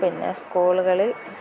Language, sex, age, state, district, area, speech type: Malayalam, female, 45-60, Kerala, Kottayam, rural, spontaneous